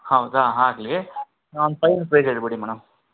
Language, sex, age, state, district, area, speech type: Kannada, male, 60+, Karnataka, Bangalore Urban, urban, conversation